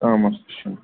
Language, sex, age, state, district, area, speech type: Kashmiri, male, 18-30, Jammu and Kashmir, Shopian, rural, conversation